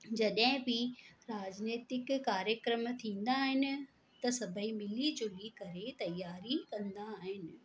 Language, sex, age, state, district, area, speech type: Sindhi, female, 45-60, Rajasthan, Ajmer, urban, spontaneous